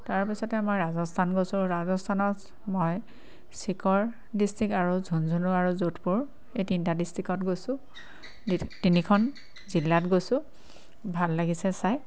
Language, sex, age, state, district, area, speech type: Assamese, female, 30-45, Assam, Sivasagar, rural, spontaneous